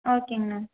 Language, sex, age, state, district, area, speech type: Tamil, female, 18-30, Tamil Nadu, Erode, rural, conversation